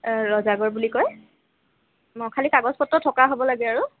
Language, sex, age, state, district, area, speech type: Assamese, female, 45-60, Assam, Tinsukia, rural, conversation